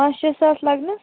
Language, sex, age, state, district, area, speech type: Kashmiri, female, 18-30, Jammu and Kashmir, Baramulla, rural, conversation